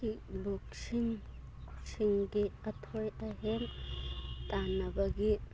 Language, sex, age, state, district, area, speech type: Manipuri, female, 30-45, Manipur, Churachandpur, rural, read